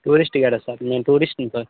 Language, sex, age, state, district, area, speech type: Telugu, male, 18-30, Telangana, Bhadradri Kothagudem, urban, conversation